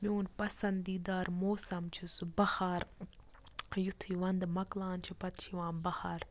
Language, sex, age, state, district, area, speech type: Kashmiri, female, 30-45, Jammu and Kashmir, Budgam, rural, spontaneous